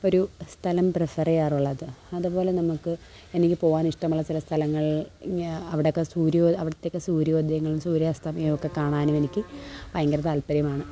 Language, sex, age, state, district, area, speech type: Malayalam, female, 18-30, Kerala, Kollam, urban, spontaneous